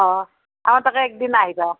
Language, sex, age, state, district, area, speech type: Assamese, female, 45-60, Assam, Nalbari, rural, conversation